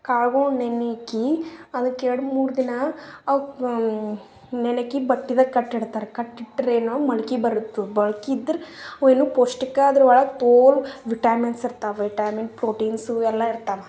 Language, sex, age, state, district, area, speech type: Kannada, female, 30-45, Karnataka, Bidar, urban, spontaneous